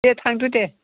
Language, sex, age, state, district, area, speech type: Bodo, female, 60+, Assam, Chirang, rural, conversation